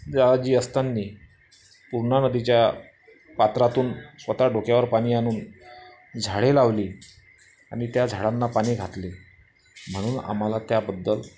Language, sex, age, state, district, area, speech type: Marathi, male, 45-60, Maharashtra, Amravati, rural, spontaneous